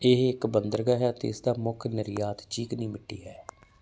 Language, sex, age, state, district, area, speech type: Punjabi, male, 45-60, Punjab, Barnala, rural, read